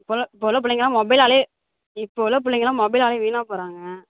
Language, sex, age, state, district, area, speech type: Tamil, female, 18-30, Tamil Nadu, Thanjavur, urban, conversation